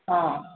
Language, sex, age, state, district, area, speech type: Odia, female, 60+, Odisha, Sundergarh, urban, conversation